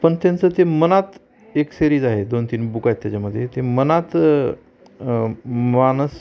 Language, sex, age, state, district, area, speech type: Marathi, male, 45-60, Maharashtra, Osmanabad, rural, spontaneous